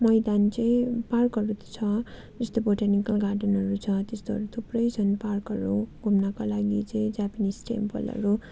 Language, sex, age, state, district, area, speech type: Nepali, female, 18-30, West Bengal, Darjeeling, rural, spontaneous